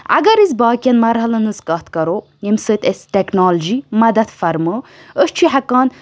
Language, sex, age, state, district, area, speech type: Kashmiri, female, 18-30, Jammu and Kashmir, Budgam, rural, spontaneous